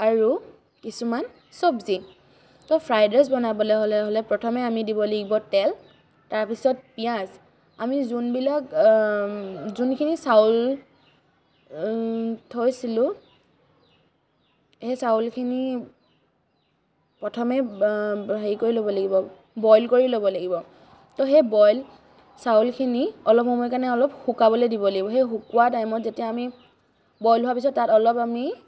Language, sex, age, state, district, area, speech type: Assamese, female, 18-30, Assam, Charaideo, urban, spontaneous